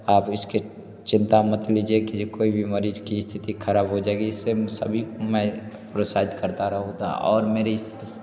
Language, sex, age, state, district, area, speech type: Hindi, male, 30-45, Bihar, Darbhanga, rural, spontaneous